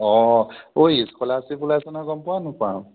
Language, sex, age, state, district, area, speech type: Assamese, male, 30-45, Assam, Jorhat, urban, conversation